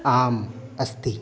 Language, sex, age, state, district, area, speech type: Sanskrit, male, 30-45, Maharashtra, Nagpur, urban, spontaneous